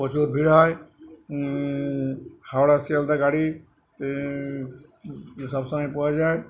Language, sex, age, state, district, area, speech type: Bengali, male, 60+, West Bengal, Uttar Dinajpur, urban, spontaneous